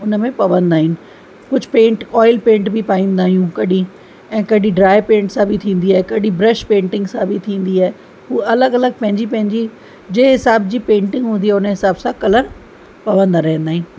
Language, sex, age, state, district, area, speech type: Sindhi, female, 45-60, Uttar Pradesh, Lucknow, rural, spontaneous